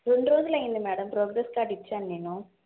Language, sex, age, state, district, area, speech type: Telugu, female, 18-30, Andhra Pradesh, N T Rama Rao, urban, conversation